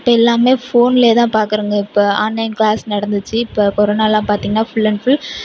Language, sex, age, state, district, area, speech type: Tamil, female, 18-30, Tamil Nadu, Mayiladuthurai, rural, spontaneous